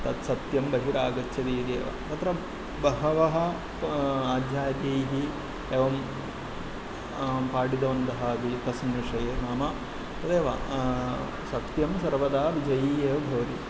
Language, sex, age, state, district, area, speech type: Sanskrit, male, 30-45, Kerala, Ernakulam, urban, spontaneous